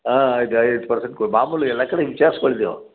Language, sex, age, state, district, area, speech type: Kannada, male, 60+, Karnataka, Chamarajanagar, rural, conversation